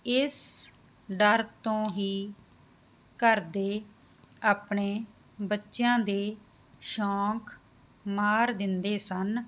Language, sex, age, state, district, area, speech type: Punjabi, female, 30-45, Punjab, Muktsar, urban, spontaneous